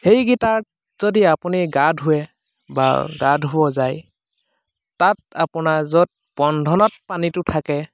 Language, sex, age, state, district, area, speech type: Assamese, male, 30-45, Assam, Lakhimpur, rural, spontaneous